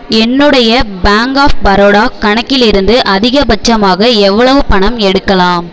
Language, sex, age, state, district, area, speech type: Tamil, female, 18-30, Tamil Nadu, Tiruvarur, rural, read